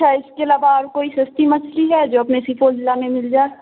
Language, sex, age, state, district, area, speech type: Urdu, female, 18-30, Bihar, Supaul, rural, conversation